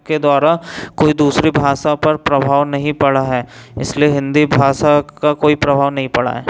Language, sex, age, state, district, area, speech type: Hindi, male, 30-45, Madhya Pradesh, Betul, urban, spontaneous